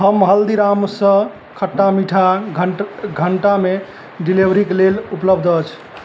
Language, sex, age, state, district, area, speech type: Maithili, male, 30-45, Bihar, Madhubani, rural, read